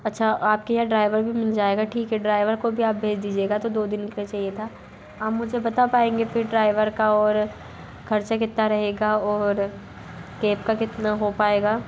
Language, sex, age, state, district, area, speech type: Hindi, female, 30-45, Madhya Pradesh, Bhopal, urban, spontaneous